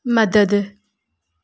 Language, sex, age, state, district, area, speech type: Sindhi, female, 45-60, Gujarat, Junagadh, urban, read